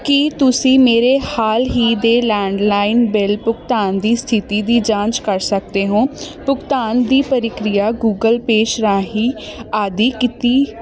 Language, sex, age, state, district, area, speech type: Punjabi, female, 18-30, Punjab, Ludhiana, urban, read